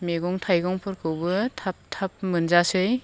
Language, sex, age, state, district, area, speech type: Bodo, female, 30-45, Assam, Chirang, rural, spontaneous